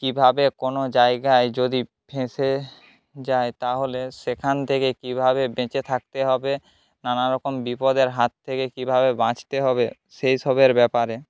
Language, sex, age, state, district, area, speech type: Bengali, male, 18-30, West Bengal, Jhargram, rural, spontaneous